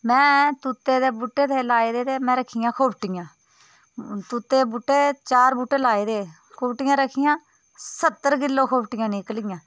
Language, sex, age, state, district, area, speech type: Dogri, female, 30-45, Jammu and Kashmir, Udhampur, rural, spontaneous